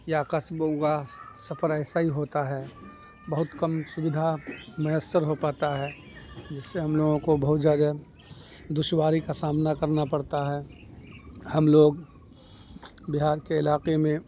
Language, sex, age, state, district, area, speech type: Urdu, male, 45-60, Bihar, Khagaria, rural, spontaneous